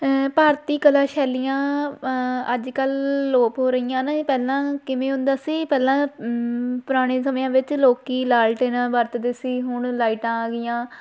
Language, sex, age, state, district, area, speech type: Punjabi, female, 18-30, Punjab, Shaheed Bhagat Singh Nagar, rural, spontaneous